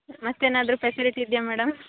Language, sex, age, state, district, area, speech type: Kannada, female, 30-45, Karnataka, Uttara Kannada, rural, conversation